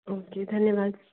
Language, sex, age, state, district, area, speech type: Hindi, female, 18-30, Madhya Pradesh, Bhopal, urban, conversation